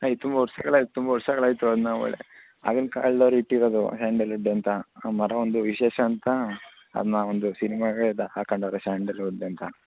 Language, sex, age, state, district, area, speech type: Kannada, male, 18-30, Karnataka, Mysore, urban, conversation